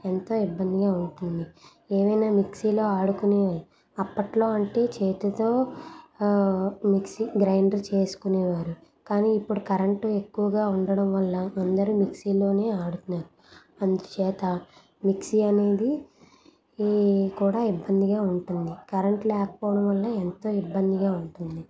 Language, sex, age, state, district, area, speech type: Telugu, female, 30-45, Andhra Pradesh, Anakapalli, urban, spontaneous